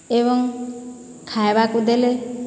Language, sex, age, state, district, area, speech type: Odia, female, 45-60, Odisha, Boudh, rural, spontaneous